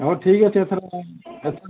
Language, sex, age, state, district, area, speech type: Odia, male, 60+, Odisha, Gajapati, rural, conversation